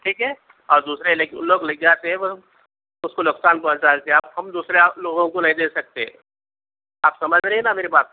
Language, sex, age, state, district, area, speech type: Urdu, male, 45-60, Telangana, Hyderabad, urban, conversation